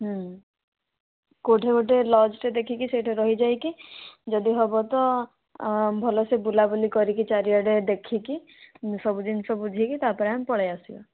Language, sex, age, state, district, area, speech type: Odia, female, 18-30, Odisha, Kandhamal, rural, conversation